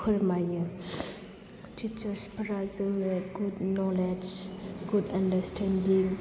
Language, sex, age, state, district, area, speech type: Bodo, female, 18-30, Assam, Chirang, urban, spontaneous